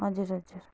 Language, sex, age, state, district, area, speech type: Nepali, female, 30-45, West Bengal, Darjeeling, rural, spontaneous